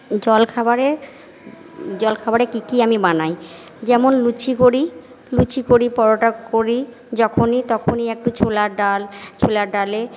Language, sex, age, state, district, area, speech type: Bengali, female, 60+, West Bengal, Purba Bardhaman, urban, spontaneous